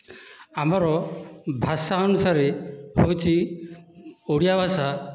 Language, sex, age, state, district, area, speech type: Odia, male, 60+, Odisha, Dhenkanal, rural, spontaneous